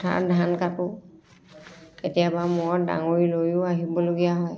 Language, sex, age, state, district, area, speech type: Assamese, female, 45-60, Assam, Dhemaji, urban, spontaneous